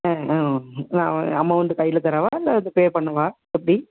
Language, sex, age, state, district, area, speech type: Tamil, female, 30-45, Tamil Nadu, Tiruvarur, rural, conversation